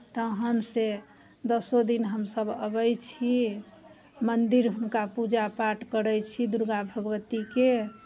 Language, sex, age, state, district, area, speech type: Maithili, female, 45-60, Bihar, Muzaffarpur, urban, spontaneous